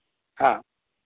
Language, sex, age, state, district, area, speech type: Sanskrit, male, 18-30, Karnataka, Uttara Kannada, rural, conversation